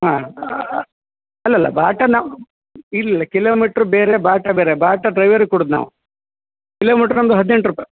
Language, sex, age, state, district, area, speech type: Kannada, male, 30-45, Karnataka, Udupi, rural, conversation